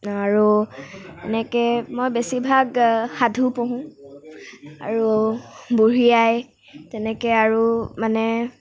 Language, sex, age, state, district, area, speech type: Assamese, female, 18-30, Assam, Nagaon, rural, spontaneous